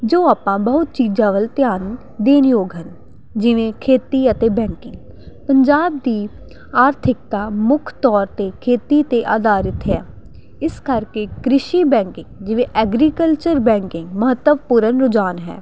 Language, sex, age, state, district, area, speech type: Punjabi, female, 18-30, Punjab, Jalandhar, urban, spontaneous